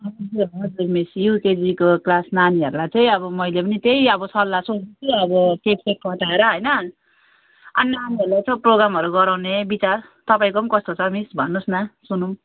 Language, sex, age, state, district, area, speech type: Nepali, female, 18-30, West Bengal, Darjeeling, rural, conversation